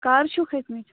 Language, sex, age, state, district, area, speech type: Kashmiri, female, 18-30, Jammu and Kashmir, Ganderbal, rural, conversation